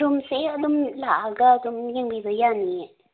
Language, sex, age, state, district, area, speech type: Manipuri, female, 30-45, Manipur, Imphal West, urban, conversation